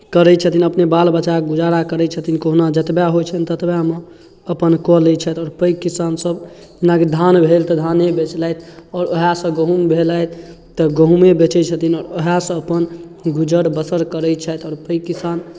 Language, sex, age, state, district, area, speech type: Maithili, male, 18-30, Bihar, Darbhanga, rural, spontaneous